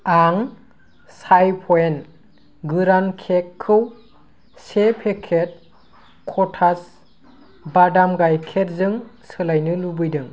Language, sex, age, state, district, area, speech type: Bodo, male, 18-30, Assam, Kokrajhar, rural, read